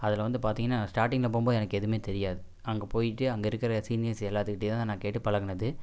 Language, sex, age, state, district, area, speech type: Tamil, male, 18-30, Tamil Nadu, Coimbatore, rural, spontaneous